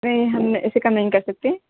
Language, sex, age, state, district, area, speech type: Urdu, female, 45-60, Uttar Pradesh, Aligarh, rural, conversation